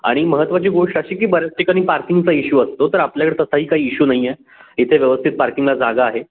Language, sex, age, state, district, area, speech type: Marathi, male, 18-30, Maharashtra, Pune, urban, conversation